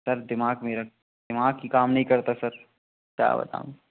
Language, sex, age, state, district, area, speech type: Hindi, male, 18-30, Madhya Pradesh, Jabalpur, urban, conversation